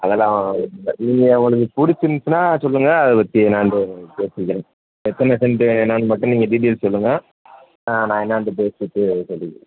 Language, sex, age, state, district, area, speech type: Tamil, male, 18-30, Tamil Nadu, Perambalur, urban, conversation